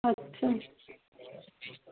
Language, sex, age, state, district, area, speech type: Bengali, female, 30-45, West Bengal, Kolkata, urban, conversation